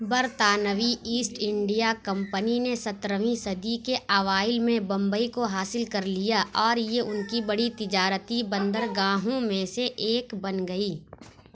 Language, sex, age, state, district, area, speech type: Urdu, female, 18-30, Uttar Pradesh, Lucknow, rural, read